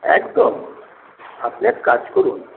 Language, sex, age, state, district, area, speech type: Bengali, male, 60+, West Bengal, Paschim Medinipur, rural, conversation